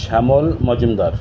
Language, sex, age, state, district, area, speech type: Bengali, male, 60+, West Bengal, South 24 Parganas, urban, spontaneous